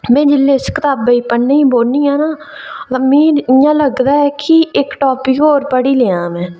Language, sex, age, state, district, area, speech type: Dogri, female, 18-30, Jammu and Kashmir, Reasi, rural, spontaneous